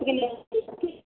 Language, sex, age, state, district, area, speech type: Hindi, female, 45-60, Uttar Pradesh, Sitapur, rural, conversation